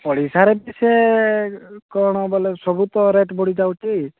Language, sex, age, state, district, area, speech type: Odia, male, 45-60, Odisha, Nabarangpur, rural, conversation